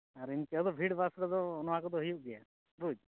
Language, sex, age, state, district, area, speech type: Santali, male, 30-45, West Bengal, Purulia, rural, conversation